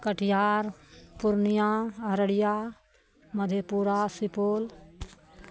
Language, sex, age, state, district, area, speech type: Maithili, female, 60+, Bihar, Araria, rural, spontaneous